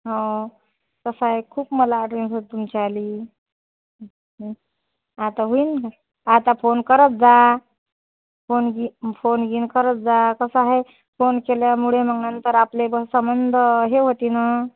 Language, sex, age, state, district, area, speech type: Marathi, female, 30-45, Maharashtra, Washim, rural, conversation